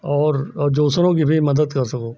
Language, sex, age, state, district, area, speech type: Hindi, male, 60+, Uttar Pradesh, Lucknow, rural, spontaneous